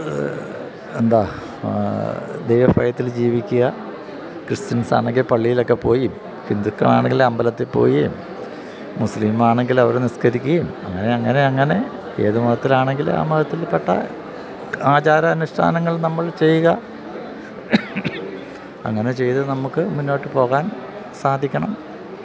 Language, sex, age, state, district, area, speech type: Malayalam, male, 45-60, Kerala, Kottayam, urban, spontaneous